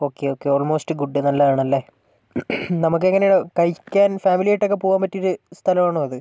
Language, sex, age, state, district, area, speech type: Malayalam, female, 18-30, Kerala, Wayanad, rural, spontaneous